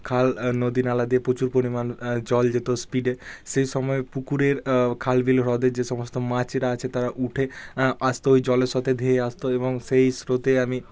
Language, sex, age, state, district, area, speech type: Bengali, male, 45-60, West Bengal, Bankura, urban, spontaneous